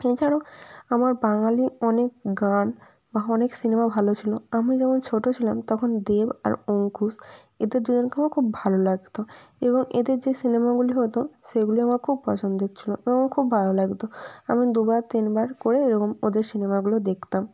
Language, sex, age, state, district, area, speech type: Bengali, female, 18-30, West Bengal, North 24 Parganas, rural, spontaneous